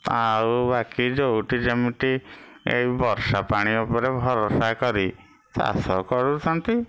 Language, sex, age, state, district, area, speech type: Odia, male, 60+, Odisha, Bhadrak, rural, spontaneous